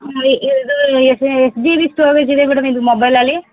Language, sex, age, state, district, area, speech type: Kannada, female, 30-45, Karnataka, Chamarajanagar, rural, conversation